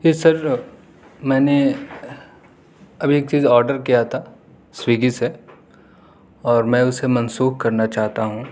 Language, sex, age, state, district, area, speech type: Urdu, male, 18-30, Delhi, South Delhi, urban, spontaneous